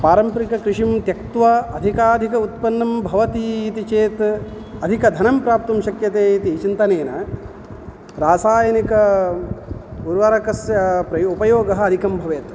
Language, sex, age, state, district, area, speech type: Sanskrit, male, 45-60, Karnataka, Udupi, urban, spontaneous